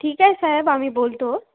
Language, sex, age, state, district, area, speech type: Marathi, female, 18-30, Maharashtra, Akola, rural, conversation